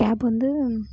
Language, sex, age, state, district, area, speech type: Tamil, female, 18-30, Tamil Nadu, Namakkal, rural, spontaneous